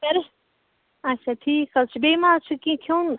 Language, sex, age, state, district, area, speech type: Kashmiri, other, 18-30, Jammu and Kashmir, Budgam, rural, conversation